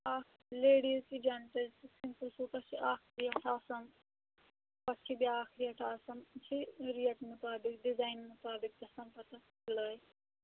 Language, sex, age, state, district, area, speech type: Kashmiri, female, 18-30, Jammu and Kashmir, Anantnag, rural, conversation